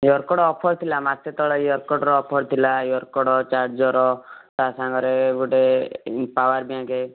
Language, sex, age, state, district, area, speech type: Odia, male, 18-30, Odisha, Kendujhar, urban, conversation